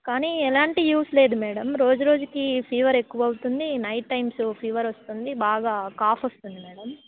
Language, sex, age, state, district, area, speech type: Telugu, female, 18-30, Telangana, Khammam, urban, conversation